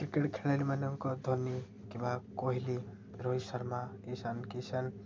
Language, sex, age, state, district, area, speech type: Odia, male, 18-30, Odisha, Ganjam, urban, spontaneous